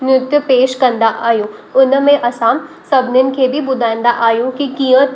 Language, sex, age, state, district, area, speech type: Sindhi, female, 18-30, Maharashtra, Mumbai Suburban, urban, spontaneous